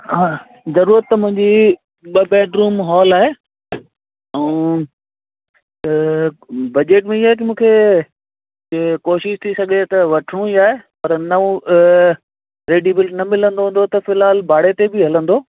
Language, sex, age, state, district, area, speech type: Sindhi, male, 45-60, Gujarat, Kutch, urban, conversation